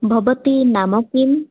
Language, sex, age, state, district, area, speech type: Sanskrit, female, 18-30, Odisha, Mayurbhanj, rural, conversation